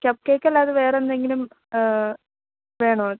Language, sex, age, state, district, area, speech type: Malayalam, female, 30-45, Kerala, Idukki, rural, conversation